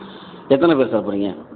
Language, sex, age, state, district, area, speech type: Tamil, male, 45-60, Tamil Nadu, Tenkasi, rural, conversation